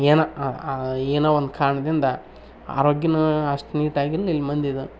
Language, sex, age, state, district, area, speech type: Kannada, male, 30-45, Karnataka, Vijayanagara, rural, spontaneous